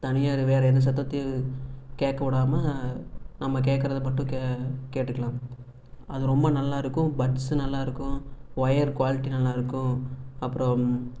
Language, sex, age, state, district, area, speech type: Tamil, male, 18-30, Tamil Nadu, Erode, urban, spontaneous